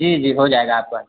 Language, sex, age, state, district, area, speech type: Hindi, male, 30-45, Uttar Pradesh, Lucknow, rural, conversation